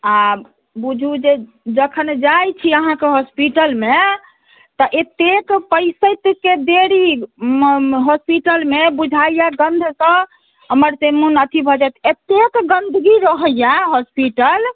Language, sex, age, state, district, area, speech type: Maithili, female, 60+, Bihar, Madhubani, rural, conversation